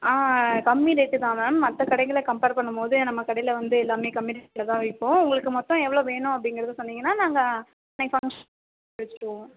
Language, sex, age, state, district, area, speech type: Tamil, female, 18-30, Tamil Nadu, Thanjavur, urban, conversation